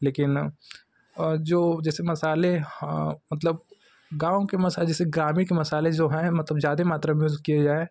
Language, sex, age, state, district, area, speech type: Hindi, male, 18-30, Uttar Pradesh, Ghazipur, rural, spontaneous